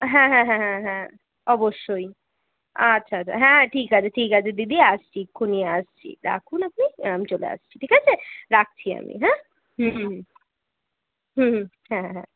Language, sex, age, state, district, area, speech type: Bengali, female, 18-30, West Bengal, Kolkata, urban, conversation